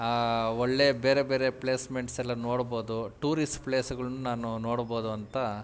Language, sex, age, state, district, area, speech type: Kannada, male, 30-45, Karnataka, Kolar, urban, spontaneous